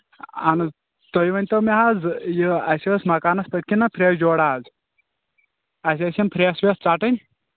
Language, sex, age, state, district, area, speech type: Kashmiri, male, 18-30, Jammu and Kashmir, Kulgam, urban, conversation